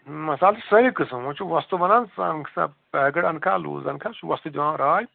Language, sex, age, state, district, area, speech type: Kashmiri, male, 60+, Jammu and Kashmir, Srinagar, rural, conversation